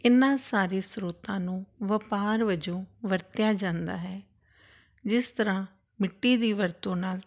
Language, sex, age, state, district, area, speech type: Punjabi, female, 30-45, Punjab, Tarn Taran, urban, spontaneous